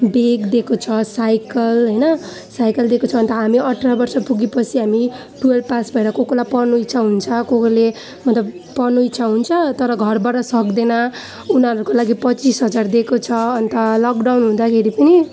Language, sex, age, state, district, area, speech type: Nepali, female, 18-30, West Bengal, Alipurduar, urban, spontaneous